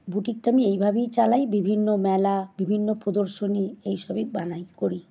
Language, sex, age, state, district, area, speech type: Bengali, female, 45-60, West Bengal, Howrah, urban, spontaneous